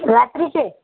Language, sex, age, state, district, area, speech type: Marathi, female, 18-30, Maharashtra, Jalna, urban, conversation